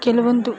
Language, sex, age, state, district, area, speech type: Kannada, female, 30-45, Karnataka, Chamarajanagar, rural, spontaneous